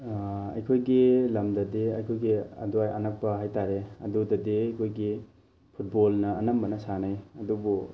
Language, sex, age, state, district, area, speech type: Manipuri, male, 18-30, Manipur, Thoubal, rural, spontaneous